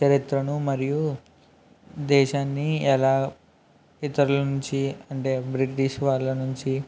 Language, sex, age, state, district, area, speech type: Telugu, male, 60+, Andhra Pradesh, East Godavari, rural, spontaneous